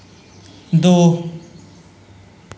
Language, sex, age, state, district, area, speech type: Dogri, male, 18-30, Jammu and Kashmir, Kathua, rural, read